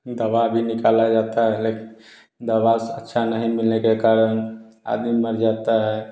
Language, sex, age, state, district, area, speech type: Hindi, male, 30-45, Bihar, Samastipur, urban, spontaneous